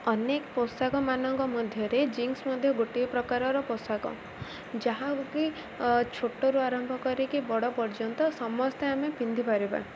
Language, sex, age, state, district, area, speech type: Odia, female, 18-30, Odisha, Ganjam, urban, spontaneous